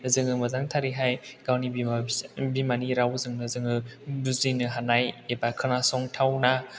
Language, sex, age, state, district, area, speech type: Bodo, male, 18-30, Assam, Chirang, rural, spontaneous